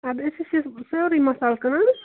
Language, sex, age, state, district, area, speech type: Kashmiri, female, 30-45, Jammu and Kashmir, Ganderbal, rural, conversation